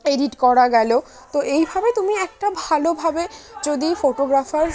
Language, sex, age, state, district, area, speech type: Bengali, female, 30-45, West Bengal, Dakshin Dinajpur, urban, spontaneous